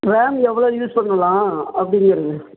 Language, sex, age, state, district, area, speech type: Tamil, female, 60+, Tamil Nadu, Namakkal, rural, conversation